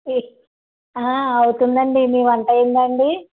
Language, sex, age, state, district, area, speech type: Telugu, female, 30-45, Andhra Pradesh, Vizianagaram, rural, conversation